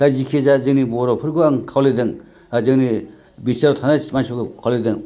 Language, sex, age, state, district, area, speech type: Bodo, male, 60+, Assam, Chirang, rural, spontaneous